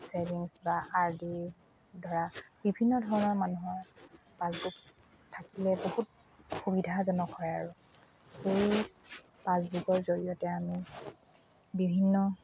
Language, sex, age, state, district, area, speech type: Assamese, female, 30-45, Assam, Dhemaji, urban, spontaneous